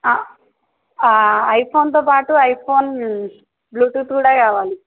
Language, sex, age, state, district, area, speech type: Telugu, female, 18-30, Telangana, Yadadri Bhuvanagiri, urban, conversation